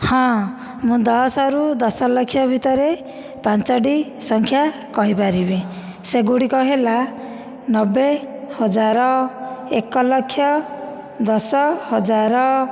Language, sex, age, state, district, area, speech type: Odia, female, 30-45, Odisha, Dhenkanal, rural, spontaneous